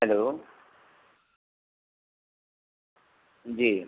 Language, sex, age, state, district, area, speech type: Hindi, male, 45-60, Bihar, Vaishali, urban, conversation